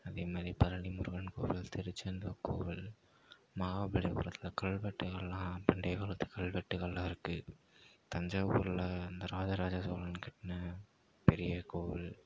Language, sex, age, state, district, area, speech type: Tamil, male, 45-60, Tamil Nadu, Ariyalur, rural, spontaneous